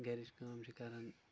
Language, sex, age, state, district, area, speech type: Kashmiri, male, 18-30, Jammu and Kashmir, Shopian, rural, spontaneous